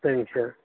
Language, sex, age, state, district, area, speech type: Tamil, male, 18-30, Tamil Nadu, Nilgiris, rural, conversation